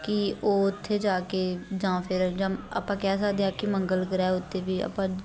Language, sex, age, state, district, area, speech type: Punjabi, female, 18-30, Punjab, Shaheed Bhagat Singh Nagar, urban, spontaneous